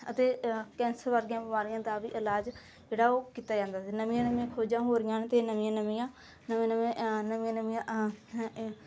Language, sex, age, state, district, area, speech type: Punjabi, female, 18-30, Punjab, Bathinda, rural, spontaneous